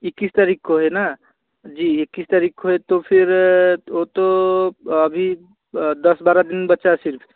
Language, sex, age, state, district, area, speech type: Hindi, male, 18-30, Rajasthan, Jaipur, urban, conversation